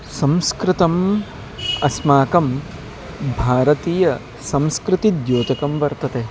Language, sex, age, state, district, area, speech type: Sanskrit, male, 30-45, Karnataka, Bangalore Urban, urban, spontaneous